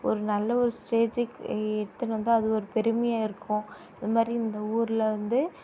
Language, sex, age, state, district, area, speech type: Tamil, female, 18-30, Tamil Nadu, Tirupattur, urban, spontaneous